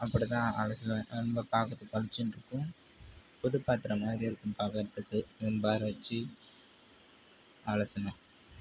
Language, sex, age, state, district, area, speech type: Tamil, male, 30-45, Tamil Nadu, Mayiladuthurai, urban, spontaneous